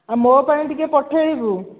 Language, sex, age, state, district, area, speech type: Odia, female, 60+, Odisha, Dhenkanal, rural, conversation